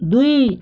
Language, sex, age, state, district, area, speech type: Odia, male, 18-30, Odisha, Bhadrak, rural, read